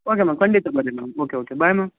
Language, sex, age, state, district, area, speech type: Kannada, male, 18-30, Karnataka, Gulbarga, urban, conversation